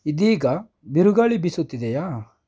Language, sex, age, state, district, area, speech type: Kannada, male, 18-30, Karnataka, Kolar, rural, read